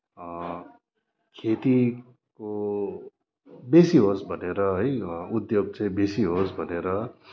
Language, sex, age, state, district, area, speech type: Nepali, male, 30-45, West Bengal, Kalimpong, rural, spontaneous